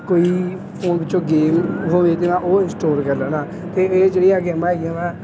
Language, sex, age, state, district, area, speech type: Punjabi, male, 18-30, Punjab, Pathankot, rural, spontaneous